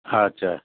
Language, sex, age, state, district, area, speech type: Bengali, male, 60+, West Bengal, Hooghly, rural, conversation